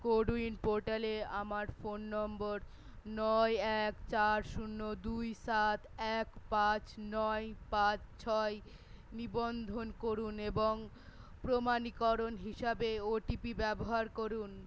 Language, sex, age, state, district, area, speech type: Bengali, female, 18-30, West Bengal, Malda, urban, read